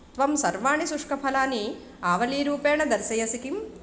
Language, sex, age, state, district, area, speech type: Sanskrit, female, 45-60, Andhra Pradesh, East Godavari, urban, read